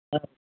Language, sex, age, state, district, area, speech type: Kannada, male, 18-30, Karnataka, Bidar, urban, conversation